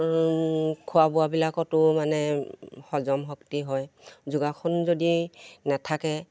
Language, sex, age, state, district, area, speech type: Assamese, female, 45-60, Assam, Dibrugarh, rural, spontaneous